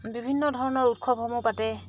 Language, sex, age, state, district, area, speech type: Assamese, female, 45-60, Assam, Charaideo, rural, spontaneous